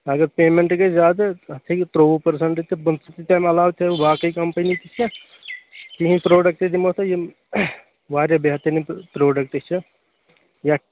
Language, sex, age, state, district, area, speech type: Kashmiri, male, 18-30, Jammu and Kashmir, Shopian, rural, conversation